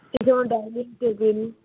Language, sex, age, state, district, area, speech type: Bengali, female, 45-60, West Bengal, Purba Bardhaman, urban, conversation